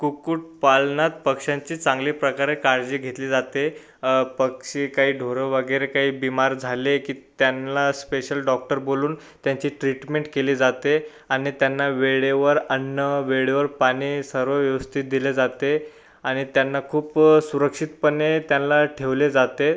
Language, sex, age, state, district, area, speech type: Marathi, male, 18-30, Maharashtra, Buldhana, urban, spontaneous